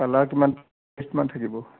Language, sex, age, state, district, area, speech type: Assamese, male, 60+, Assam, Majuli, urban, conversation